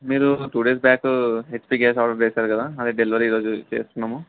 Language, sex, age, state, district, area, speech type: Telugu, male, 18-30, Andhra Pradesh, Nellore, rural, conversation